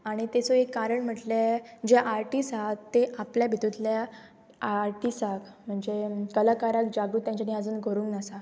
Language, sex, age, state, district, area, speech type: Goan Konkani, female, 18-30, Goa, Pernem, rural, spontaneous